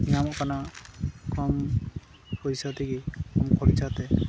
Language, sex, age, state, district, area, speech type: Santali, male, 18-30, West Bengal, Malda, rural, spontaneous